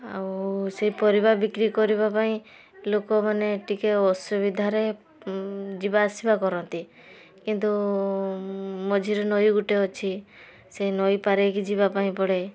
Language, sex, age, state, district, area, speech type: Odia, female, 18-30, Odisha, Balasore, rural, spontaneous